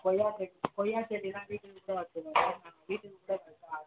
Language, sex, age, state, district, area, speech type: Tamil, male, 18-30, Tamil Nadu, Thanjavur, rural, conversation